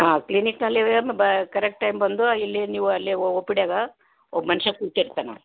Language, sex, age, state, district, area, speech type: Kannada, female, 60+, Karnataka, Gulbarga, urban, conversation